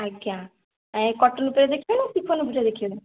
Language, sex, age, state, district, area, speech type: Odia, female, 30-45, Odisha, Mayurbhanj, rural, conversation